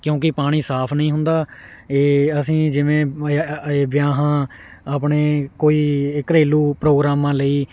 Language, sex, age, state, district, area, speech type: Punjabi, male, 18-30, Punjab, Hoshiarpur, rural, spontaneous